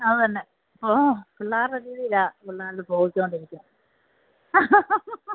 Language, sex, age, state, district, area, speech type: Malayalam, female, 45-60, Kerala, Pathanamthitta, rural, conversation